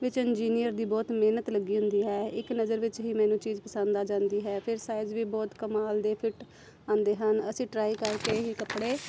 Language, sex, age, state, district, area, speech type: Punjabi, female, 30-45, Punjab, Amritsar, urban, spontaneous